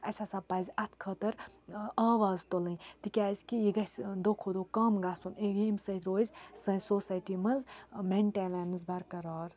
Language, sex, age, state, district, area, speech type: Kashmiri, female, 18-30, Jammu and Kashmir, Baramulla, urban, spontaneous